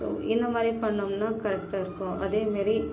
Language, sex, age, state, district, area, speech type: Tamil, female, 45-60, Tamil Nadu, Ariyalur, rural, spontaneous